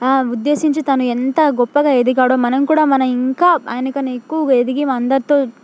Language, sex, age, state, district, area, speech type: Telugu, female, 18-30, Telangana, Hyderabad, rural, spontaneous